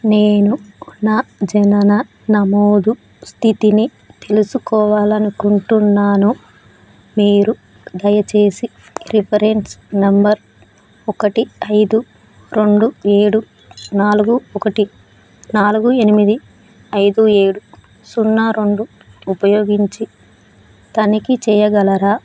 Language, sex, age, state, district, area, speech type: Telugu, female, 30-45, Telangana, Hanamkonda, rural, read